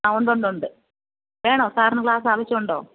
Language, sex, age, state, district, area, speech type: Malayalam, female, 30-45, Kerala, Pathanamthitta, rural, conversation